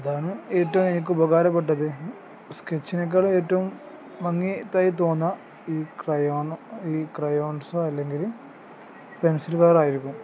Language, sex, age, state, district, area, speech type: Malayalam, male, 18-30, Kerala, Kozhikode, rural, spontaneous